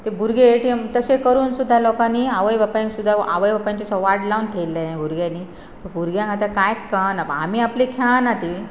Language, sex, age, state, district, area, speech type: Goan Konkani, female, 30-45, Goa, Pernem, rural, spontaneous